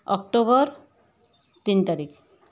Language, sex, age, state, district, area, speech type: Odia, female, 60+, Odisha, Kendujhar, urban, spontaneous